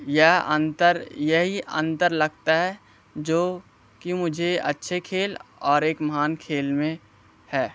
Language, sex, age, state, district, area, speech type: Hindi, male, 18-30, Madhya Pradesh, Bhopal, urban, spontaneous